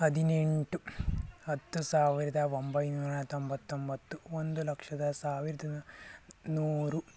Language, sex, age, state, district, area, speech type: Kannada, male, 18-30, Karnataka, Chikkaballapur, urban, spontaneous